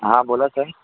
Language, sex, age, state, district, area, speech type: Marathi, male, 30-45, Maharashtra, Yavatmal, urban, conversation